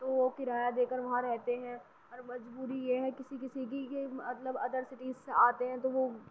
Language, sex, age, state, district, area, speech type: Urdu, female, 18-30, Uttar Pradesh, Gautam Buddha Nagar, rural, spontaneous